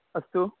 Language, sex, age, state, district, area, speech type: Sanskrit, male, 18-30, Karnataka, Gadag, rural, conversation